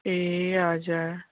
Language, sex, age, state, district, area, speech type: Nepali, female, 30-45, West Bengal, Kalimpong, rural, conversation